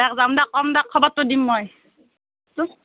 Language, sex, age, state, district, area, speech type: Assamese, female, 30-45, Assam, Nalbari, rural, conversation